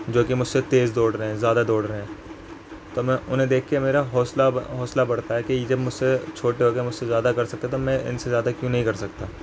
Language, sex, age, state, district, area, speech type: Urdu, male, 18-30, Uttar Pradesh, Ghaziabad, urban, spontaneous